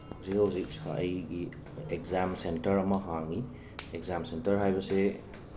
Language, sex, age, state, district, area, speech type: Manipuri, male, 30-45, Manipur, Imphal West, urban, spontaneous